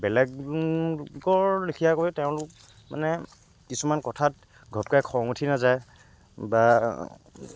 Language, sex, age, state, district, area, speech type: Assamese, male, 18-30, Assam, Lakhimpur, rural, spontaneous